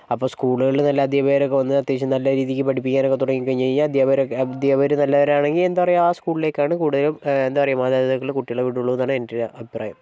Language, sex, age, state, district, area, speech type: Malayalam, male, 45-60, Kerala, Wayanad, rural, spontaneous